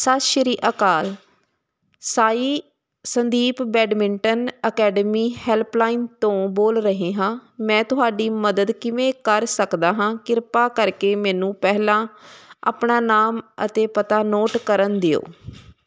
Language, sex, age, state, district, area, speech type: Punjabi, female, 30-45, Punjab, Hoshiarpur, rural, read